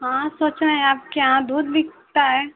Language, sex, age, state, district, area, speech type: Hindi, female, 18-30, Uttar Pradesh, Mau, rural, conversation